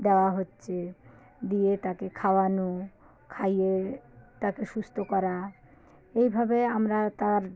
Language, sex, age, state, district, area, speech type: Bengali, female, 45-60, West Bengal, South 24 Parganas, rural, spontaneous